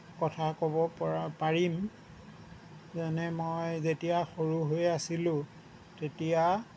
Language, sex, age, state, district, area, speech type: Assamese, male, 60+, Assam, Lakhimpur, rural, spontaneous